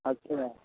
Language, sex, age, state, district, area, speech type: Maithili, male, 60+, Bihar, Samastipur, rural, conversation